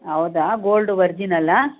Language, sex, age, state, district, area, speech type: Kannada, female, 45-60, Karnataka, Bangalore Rural, rural, conversation